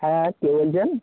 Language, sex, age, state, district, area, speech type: Bengali, male, 45-60, West Bengal, Nadia, rural, conversation